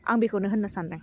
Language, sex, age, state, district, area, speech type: Bodo, female, 18-30, Assam, Udalguri, urban, spontaneous